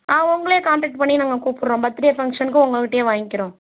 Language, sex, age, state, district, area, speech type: Tamil, female, 18-30, Tamil Nadu, Kallakurichi, urban, conversation